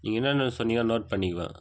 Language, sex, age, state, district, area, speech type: Tamil, male, 18-30, Tamil Nadu, Viluppuram, rural, spontaneous